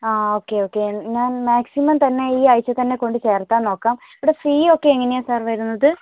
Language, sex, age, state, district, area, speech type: Malayalam, female, 30-45, Kerala, Kozhikode, rural, conversation